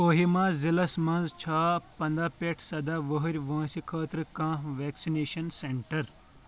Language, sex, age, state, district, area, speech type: Kashmiri, male, 18-30, Jammu and Kashmir, Kulgam, rural, read